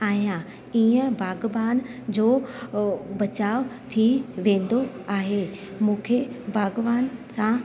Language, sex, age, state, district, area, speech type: Sindhi, female, 30-45, Gujarat, Surat, urban, spontaneous